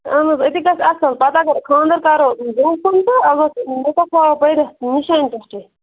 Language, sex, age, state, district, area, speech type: Kashmiri, female, 30-45, Jammu and Kashmir, Bandipora, rural, conversation